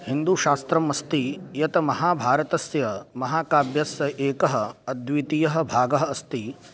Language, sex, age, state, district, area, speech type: Sanskrit, male, 18-30, Uttar Pradesh, Lucknow, urban, spontaneous